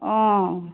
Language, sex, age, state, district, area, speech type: Assamese, female, 30-45, Assam, Kamrup Metropolitan, urban, conversation